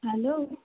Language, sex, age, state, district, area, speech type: Nepali, female, 18-30, West Bengal, Darjeeling, rural, conversation